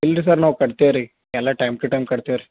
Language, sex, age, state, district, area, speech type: Kannada, male, 18-30, Karnataka, Bidar, urban, conversation